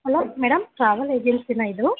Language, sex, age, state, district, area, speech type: Kannada, female, 30-45, Karnataka, Chamarajanagar, rural, conversation